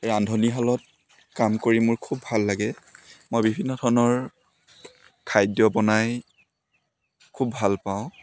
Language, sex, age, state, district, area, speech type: Assamese, male, 18-30, Assam, Dibrugarh, urban, spontaneous